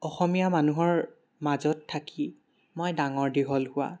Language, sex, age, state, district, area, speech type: Assamese, male, 18-30, Assam, Charaideo, urban, spontaneous